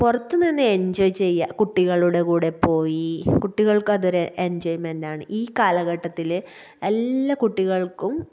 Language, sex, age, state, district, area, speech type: Malayalam, female, 30-45, Kerala, Kasaragod, rural, spontaneous